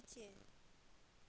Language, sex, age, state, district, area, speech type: Hindi, female, 18-30, Bihar, Madhepura, rural, read